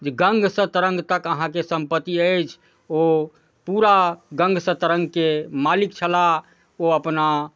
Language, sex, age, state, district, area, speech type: Maithili, male, 45-60, Bihar, Darbhanga, rural, spontaneous